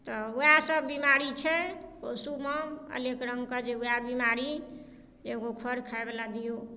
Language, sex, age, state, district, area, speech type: Maithili, female, 45-60, Bihar, Darbhanga, rural, spontaneous